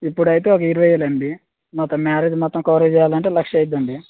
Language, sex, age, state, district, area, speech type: Telugu, male, 30-45, Telangana, Khammam, urban, conversation